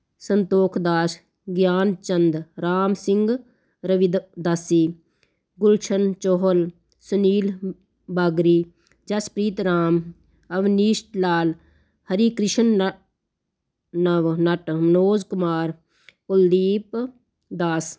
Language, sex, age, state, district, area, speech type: Punjabi, female, 45-60, Punjab, Ludhiana, urban, spontaneous